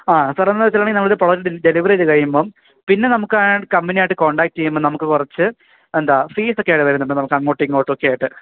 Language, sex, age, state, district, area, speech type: Malayalam, male, 18-30, Kerala, Idukki, rural, conversation